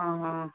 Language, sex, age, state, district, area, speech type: Assamese, female, 60+, Assam, Tinsukia, rural, conversation